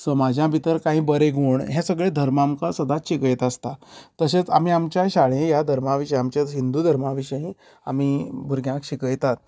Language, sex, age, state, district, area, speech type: Goan Konkani, male, 30-45, Goa, Canacona, rural, spontaneous